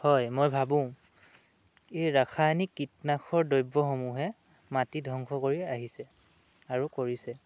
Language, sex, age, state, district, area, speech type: Assamese, male, 18-30, Assam, Dhemaji, rural, spontaneous